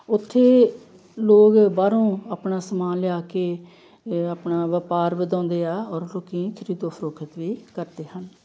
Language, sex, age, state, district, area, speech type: Punjabi, female, 60+, Punjab, Amritsar, urban, spontaneous